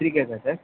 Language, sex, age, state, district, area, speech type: Tamil, male, 18-30, Tamil Nadu, Ranipet, urban, conversation